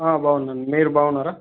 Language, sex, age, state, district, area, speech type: Telugu, male, 18-30, Telangana, Suryapet, urban, conversation